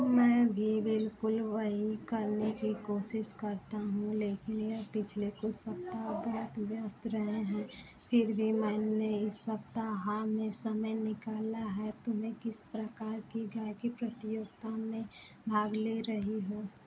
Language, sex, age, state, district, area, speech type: Hindi, female, 18-30, Uttar Pradesh, Mau, rural, read